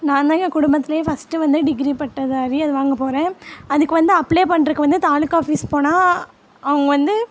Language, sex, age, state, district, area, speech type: Tamil, female, 18-30, Tamil Nadu, Coimbatore, rural, spontaneous